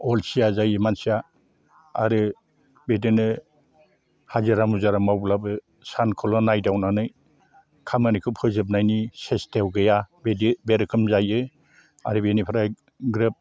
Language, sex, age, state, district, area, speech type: Bodo, male, 60+, Assam, Chirang, rural, spontaneous